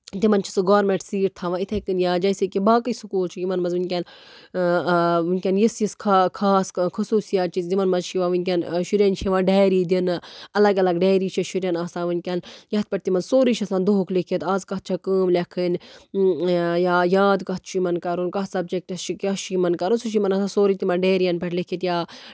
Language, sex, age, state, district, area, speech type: Kashmiri, female, 30-45, Jammu and Kashmir, Baramulla, rural, spontaneous